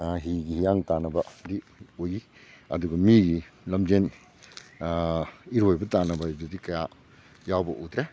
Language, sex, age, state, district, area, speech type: Manipuri, male, 60+, Manipur, Kakching, rural, spontaneous